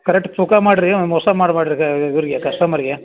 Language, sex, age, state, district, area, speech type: Kannada, male, 60+, Karnataka, Dharwad, rural, conversation